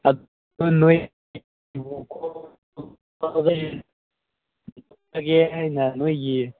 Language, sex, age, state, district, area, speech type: Manipuri, male, 18-30, Manipur, Senapati, rural, conversation